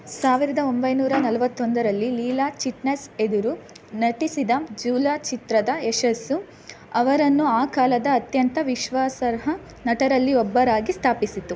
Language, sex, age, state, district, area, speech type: Kannada, female, 18-30, Karnataka, Chitradurga, rural, read